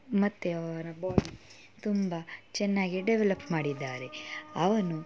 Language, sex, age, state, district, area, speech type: Kannada, female, 18-30, Karnataka, Mysore, rural, spontaneous